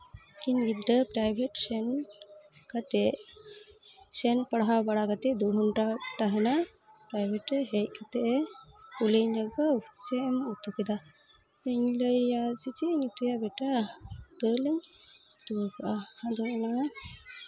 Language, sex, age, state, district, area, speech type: Santali, female, 30-45, West Bengal, Malda, rural, spontaneous